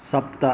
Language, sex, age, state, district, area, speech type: Sanskrit, male, 30-45, Karnataka, Shimoga, rural, read